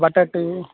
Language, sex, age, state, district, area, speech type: Kannada, male, 18-30, Karnataka, Udupi, rural, conversation